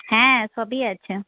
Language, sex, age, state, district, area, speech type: Bengali, female, 30-45, West Bengal, Paschim Medinipur, rural, conversation